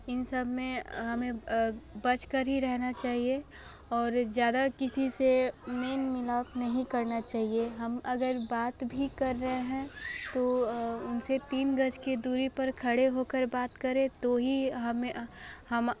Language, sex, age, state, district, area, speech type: Hindi, female, 18-30, Uttar Pradesh, Sonbhadra, rural, spontaneous